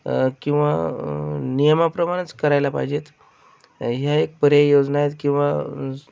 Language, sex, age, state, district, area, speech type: Marathi, male, 30-45, Maharashtra, Akola, rural, spontaneous